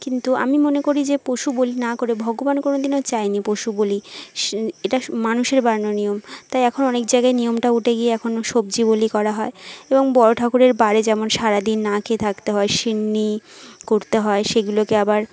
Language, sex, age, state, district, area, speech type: Bengali, female, 45-60, West Bengal, Jhargram, rural, spontaneous